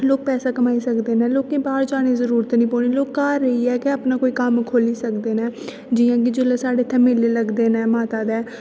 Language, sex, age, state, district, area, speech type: Dogri, female, 18-30, Jammu and Kashmir, Kathua, rural, spontaneous